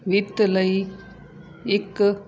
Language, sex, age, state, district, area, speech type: Punjabi, female, 30-45, Punjab, Fazilka, rural, read